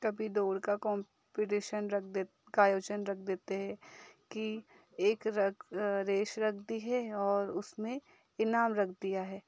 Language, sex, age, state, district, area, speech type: Hindi, female, 30-45, Madhya Pradesh, Betul, rural, spontaneous